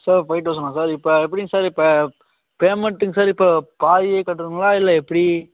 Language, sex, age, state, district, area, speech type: Tamil, male, 18-30, Tamil Nadu, Coimbatore, rural, conversation